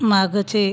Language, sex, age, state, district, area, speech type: Marathi, female, 45-60, Maharashtra, Buldhana, rural, read